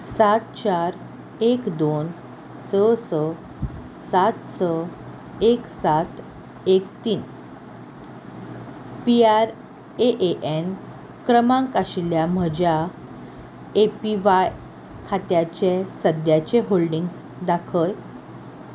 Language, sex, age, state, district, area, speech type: Goan Konkani, female, 18-30, Goa, Salcete, urban, read